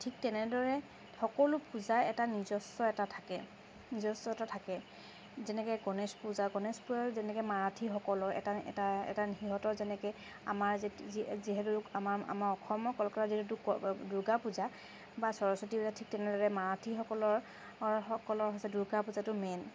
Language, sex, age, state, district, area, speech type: Assamese, female, 30-45, Assam, Charaideo, urban, spontaneous